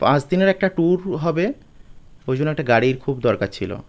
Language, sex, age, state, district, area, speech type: Bengali, male, 30-45, West Bengal, Birbhum, urban, spontaneous